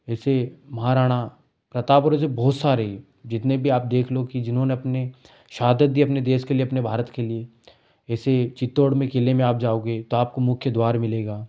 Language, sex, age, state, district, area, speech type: Hindi, male, 18-30, Madhya Pradesh, Ujjain, rural, spontaneous